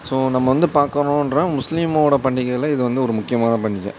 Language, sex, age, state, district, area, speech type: Tamil, male, 18-30, Tamil Nadu, Mayiladuthurai, urban, spontaneous